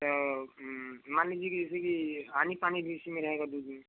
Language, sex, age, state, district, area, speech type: Hindi, male, 18-30, Uttar Pradesh, Chandauli, rural, conversation